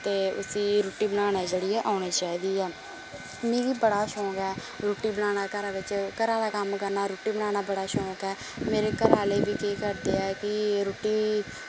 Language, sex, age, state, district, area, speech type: Dogri, female, 18-30, Jammu and Kashmir, Samba, rural, spontaneous